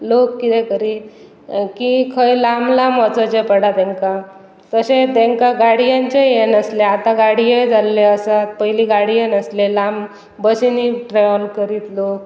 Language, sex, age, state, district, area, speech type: Goan Konkani, female, 30-45, Goa, Pernem, rural, spontaneous